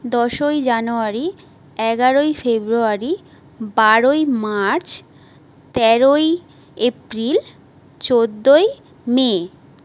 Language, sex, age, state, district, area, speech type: Bengali, female, 18-30, West Bengal, Jhargram, rural, spontaneous